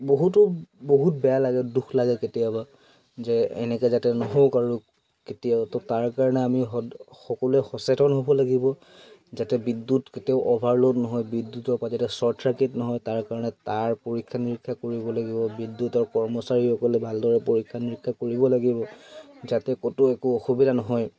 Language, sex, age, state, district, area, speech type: Assamese, male, 30-45, Assam, Charaideo, urban, spontaneous